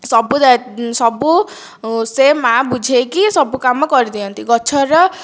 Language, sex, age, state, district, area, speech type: Odia, female, 30-45, Odisha, Dhenkanal, rural, spontaneous